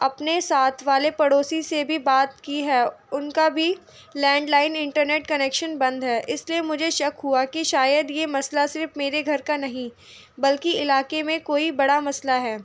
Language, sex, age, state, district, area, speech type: Urdu, female, 18-30, Delhi, North East Delhi, urban, spontaneous